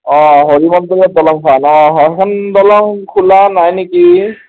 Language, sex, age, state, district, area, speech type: Assamese, male, 30-45, Assam, Nalbari, rural, conversation